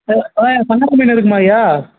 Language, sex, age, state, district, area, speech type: Tamil, male, 18-30, Tamil Nadu, Kallakurichi, rural, conversation